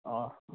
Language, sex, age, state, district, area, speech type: Goan Konkani, male, 18-30, Goa, Quepem, urban, conversation